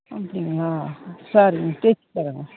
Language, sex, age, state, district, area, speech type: Tamil, female, 45-60, Tamil Nadu, Ariyalur, rural, conversation